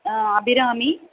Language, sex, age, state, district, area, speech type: Tamil, female, 45-60, Tamil Nadu, Ranipet, urban, conversation